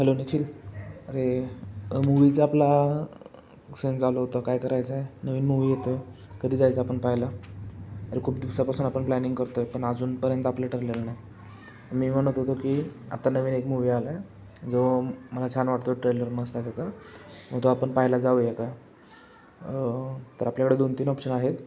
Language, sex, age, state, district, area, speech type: Marathi, male, 18-30, Maharashtra, Sangli, urban, spontaneous